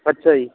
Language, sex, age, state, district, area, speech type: Punjabi, male, 45-60, Punjab, Barnala, rural, conversation